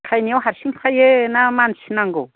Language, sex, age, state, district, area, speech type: Bodo, female, 45-60, Assam, Kokrajhar, urban, conversation